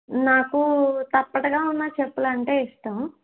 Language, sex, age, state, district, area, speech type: Telugu, female, 45-60, Andhra Pradesh, East Godavari, rural, conversation